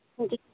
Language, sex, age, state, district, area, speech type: Hindi, female, 18-30, Uttar Pradesh, Azamgarh, urban, conversation